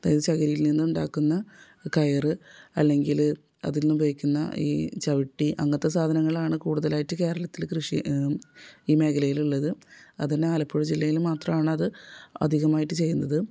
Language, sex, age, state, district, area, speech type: Malayalam, female, 30-45, Kerala, Thrissur, urban, spontaneous